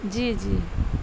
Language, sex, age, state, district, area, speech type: Urdu, female, 60+, Bihar, Gaya, urban, spontaneous